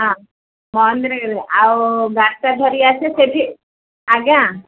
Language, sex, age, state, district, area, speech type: Odia, female, 60+, Odisha, Gajapati, rural, conversation